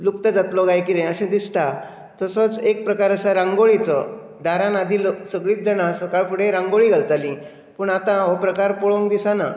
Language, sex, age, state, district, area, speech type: Goan Konkani, male, 60+, Goa, Bardez, urban, spontaneous